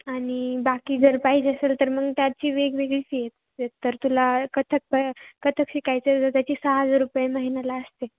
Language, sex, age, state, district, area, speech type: Marathi, female, 18-30, Maharashtra, Ahmednagar, rural, conversation